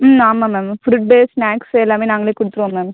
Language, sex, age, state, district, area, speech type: Tamil, female, 18-30, Tamil Nadu, Viluppuram, urban, conversation